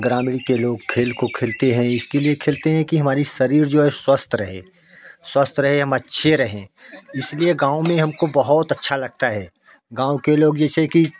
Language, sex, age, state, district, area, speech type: Hindi, male, 45-60, Uttar Pradesh, Jaunpur, rural, spontaneous